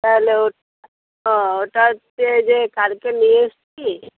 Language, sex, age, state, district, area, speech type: Bengali, female, 30-45, West Bengal, Uttar Dinajpur, rural, conversation